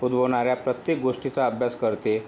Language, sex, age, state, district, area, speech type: Marathi, male, 18-30, Maharashtra, Yavatmal, rural, spontaneous